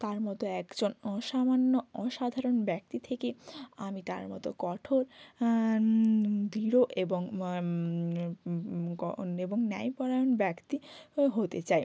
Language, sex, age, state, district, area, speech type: Bengali, female, 18-30, West Bengal, Hooghly, urban, spontaneous